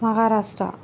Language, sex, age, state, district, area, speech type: Tamil, female, 60+, Tamil Nadu, Mayiladuthurai, urban, spontaneous